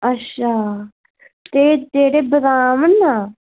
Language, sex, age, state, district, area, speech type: Dogri, female, 18-30, Jammu and Kashmir, Udhampur, rural, conversation